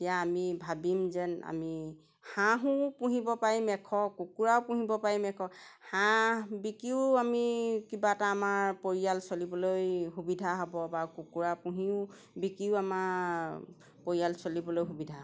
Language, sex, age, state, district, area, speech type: Assamese, female, 45-60, Assam, Golaghat, rural, spontaneous